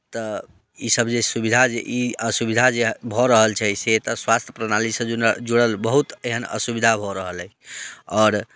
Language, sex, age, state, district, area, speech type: Maithili, male, 30-45, Bihar, Muzaffarpur, rural, spontaneous